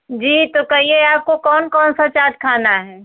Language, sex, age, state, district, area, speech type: Hindi, female, 45-60, Uttar Pradesh, Mau, urban, conversation